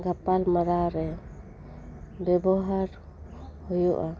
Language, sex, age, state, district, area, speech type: Santali, female, 30-45, West Bengal, Bankura, rural, spontaneous